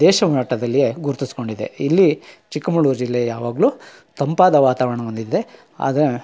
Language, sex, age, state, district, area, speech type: Kannada, male, 45-60, Karnataka, Chikkamagaluru, rural, spontaneous